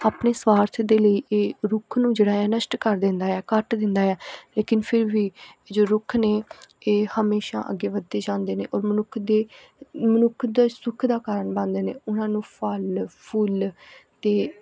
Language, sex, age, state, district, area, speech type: Punjabi, female, 18-30, Punjab, Gurdaspur, urban, spontaneous